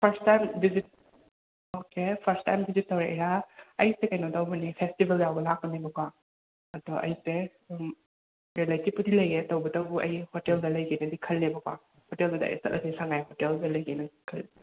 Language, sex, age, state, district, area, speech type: Manipuri, female, 45-60, Manipur, Imphal West, rural, conversation